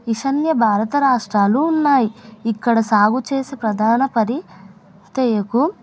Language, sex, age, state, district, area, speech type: Telugu, female, 18-30, Telangana, Hyderabad, urban, spontaneous